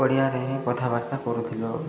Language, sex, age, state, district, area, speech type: Odia, male, 30-45, Odisha, Koraput, urban, spontaneous